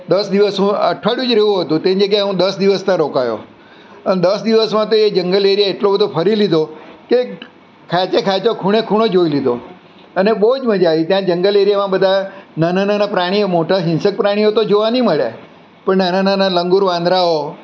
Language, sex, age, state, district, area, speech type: Gujarati, male, 60+, Gujarat, Surat, urban, spontaneous